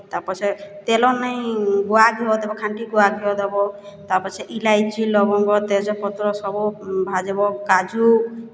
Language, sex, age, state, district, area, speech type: Odia, female, 45-60, Odisha, Boudh, rural, spontaneous